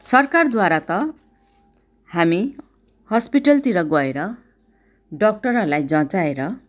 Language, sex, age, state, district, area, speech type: Nepali, female, 45-60, West Bengal, Darjeeling, rural, spontaneous